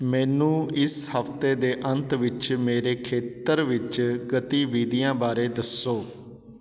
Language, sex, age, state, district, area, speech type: Punjabi, male, 30-45, Punjab, Patiala, urban, read